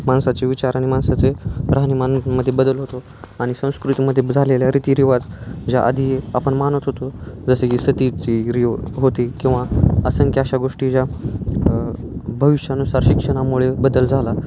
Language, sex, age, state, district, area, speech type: Marathi, male, 18-30, Maharashtra, Osmanabad, rural, spontaneous